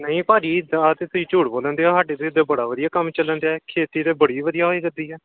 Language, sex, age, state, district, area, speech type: Punjabi, male, 18-30, Punjab, Gurdaspur, urban, conversation